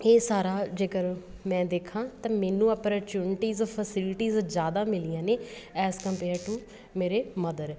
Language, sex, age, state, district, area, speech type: Punjabi, female, 30-45, Punjab, Patiala, urban, spontaneous